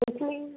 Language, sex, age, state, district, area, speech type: Hindi, female, 18-30, Madhya Pradesh, Harda, rural, conversation